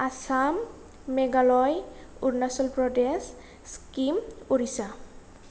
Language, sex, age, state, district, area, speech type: Bodo, female, 18-30, Assam, Kokrajhar, rural, spontaneous